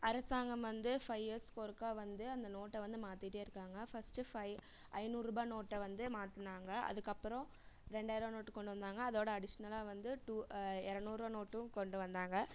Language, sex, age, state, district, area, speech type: Tamil, female, 18-30, Tamil Nadu, Erode, rural, spontaneous